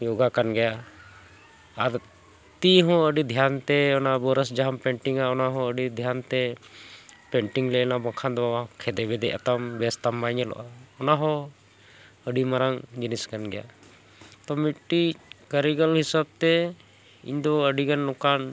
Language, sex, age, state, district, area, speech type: Santali, male, 45-60, Jharkhand, Bokaro, rural, spontaneous